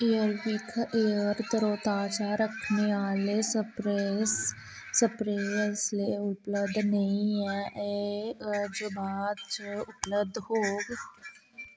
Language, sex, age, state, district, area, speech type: Dogri, female, 60+, Jammu and Kashmir, Reasi, rural, read